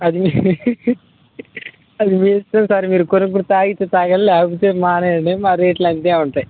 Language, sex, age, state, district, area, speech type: Telugu, male, 18-30, Telangana, Khammam, rural, conversation